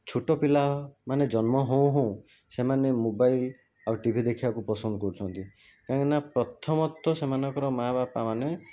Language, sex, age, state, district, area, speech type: Odia, male, 45-60, Odisha, Jajpur, rural, spontaneous